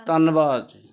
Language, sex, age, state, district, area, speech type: Punjabi, male, 60+, Punjab, Ludhiana, rural, read